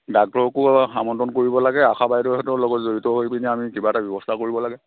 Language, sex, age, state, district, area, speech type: Assamese, male, 45-60, Assam, Dhemaji, rural, conversation